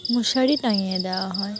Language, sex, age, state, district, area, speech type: Bengali, female, 18-30, West Bengal, Dakshin Dinajpur, urban, spontaneous